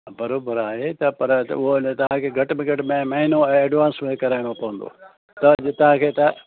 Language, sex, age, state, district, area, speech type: Sindhi, male, 60+, Gujarat, Junagadh, rural, conversation